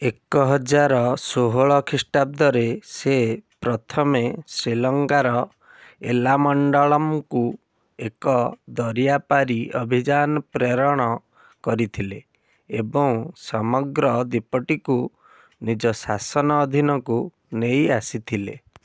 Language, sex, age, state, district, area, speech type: Odia, male, 18-30, Odisha, Cuttack, urban, read